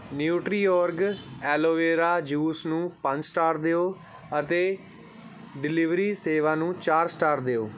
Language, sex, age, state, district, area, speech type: Punjabi, male, 18-30, Punjab, Gurdaspur, rural, read